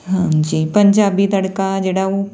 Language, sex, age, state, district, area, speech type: Punjabi, female, 30-45, Punjab, Tarn Taran, rural, spontaneous